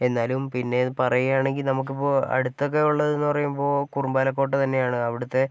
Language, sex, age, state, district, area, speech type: Malayalam, male, 45-60, Kerala, Wayanad, rural, spontaneous